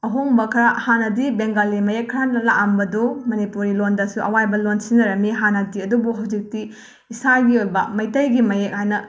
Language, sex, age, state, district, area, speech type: Manipuri, female, 30-45, Manipur, Imphal West, rural, spontaneous